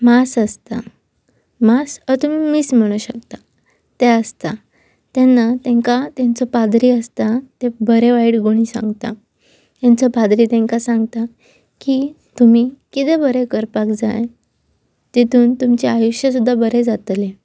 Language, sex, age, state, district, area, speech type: Goan Konkani, female, 18-30, Goa, Pernem, rural, spontaneous